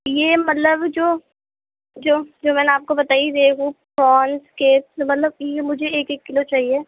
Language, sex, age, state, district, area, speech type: Urdu, female, 30-45, Uttar Pradesh, Gautam Buddha Nagar, urban, conversation